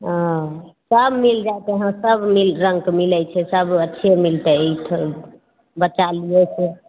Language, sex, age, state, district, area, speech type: Maithili, female, 30-45, Bihar, Begusarai, urban, conversation